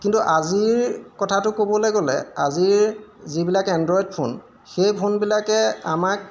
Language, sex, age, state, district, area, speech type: Assamese, male, 45-60, Assam, Golaghat, urban, spontaneous